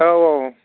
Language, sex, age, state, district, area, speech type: Bodo, male, 30-45, Assam, Chirang, rural, conversation